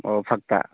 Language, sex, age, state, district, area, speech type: Manipuri, male, 18-30, Manipur, Churachandpur, rural, conversation